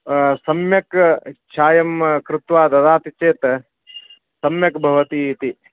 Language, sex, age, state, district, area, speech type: Sanskrit, male, 45-60, Karnataka, Vijayapura, urban, conversation